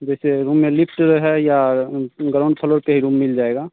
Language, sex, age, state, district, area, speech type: Hindi, male, 18-30, Bihar, Begusarai, rural, conversation